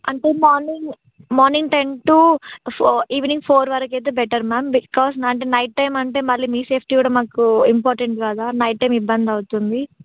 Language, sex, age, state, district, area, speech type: Telugu, female, 18-30, Telangana, Ranga Reddy, urban, conversation